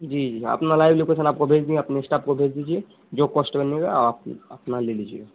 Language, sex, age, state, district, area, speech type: Urdu, male, 18-30, Bihar, Saharsa, rural, conversation